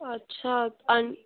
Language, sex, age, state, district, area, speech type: Marathi, female, 18-30, Maharashtra, Nagpur, urban, conversation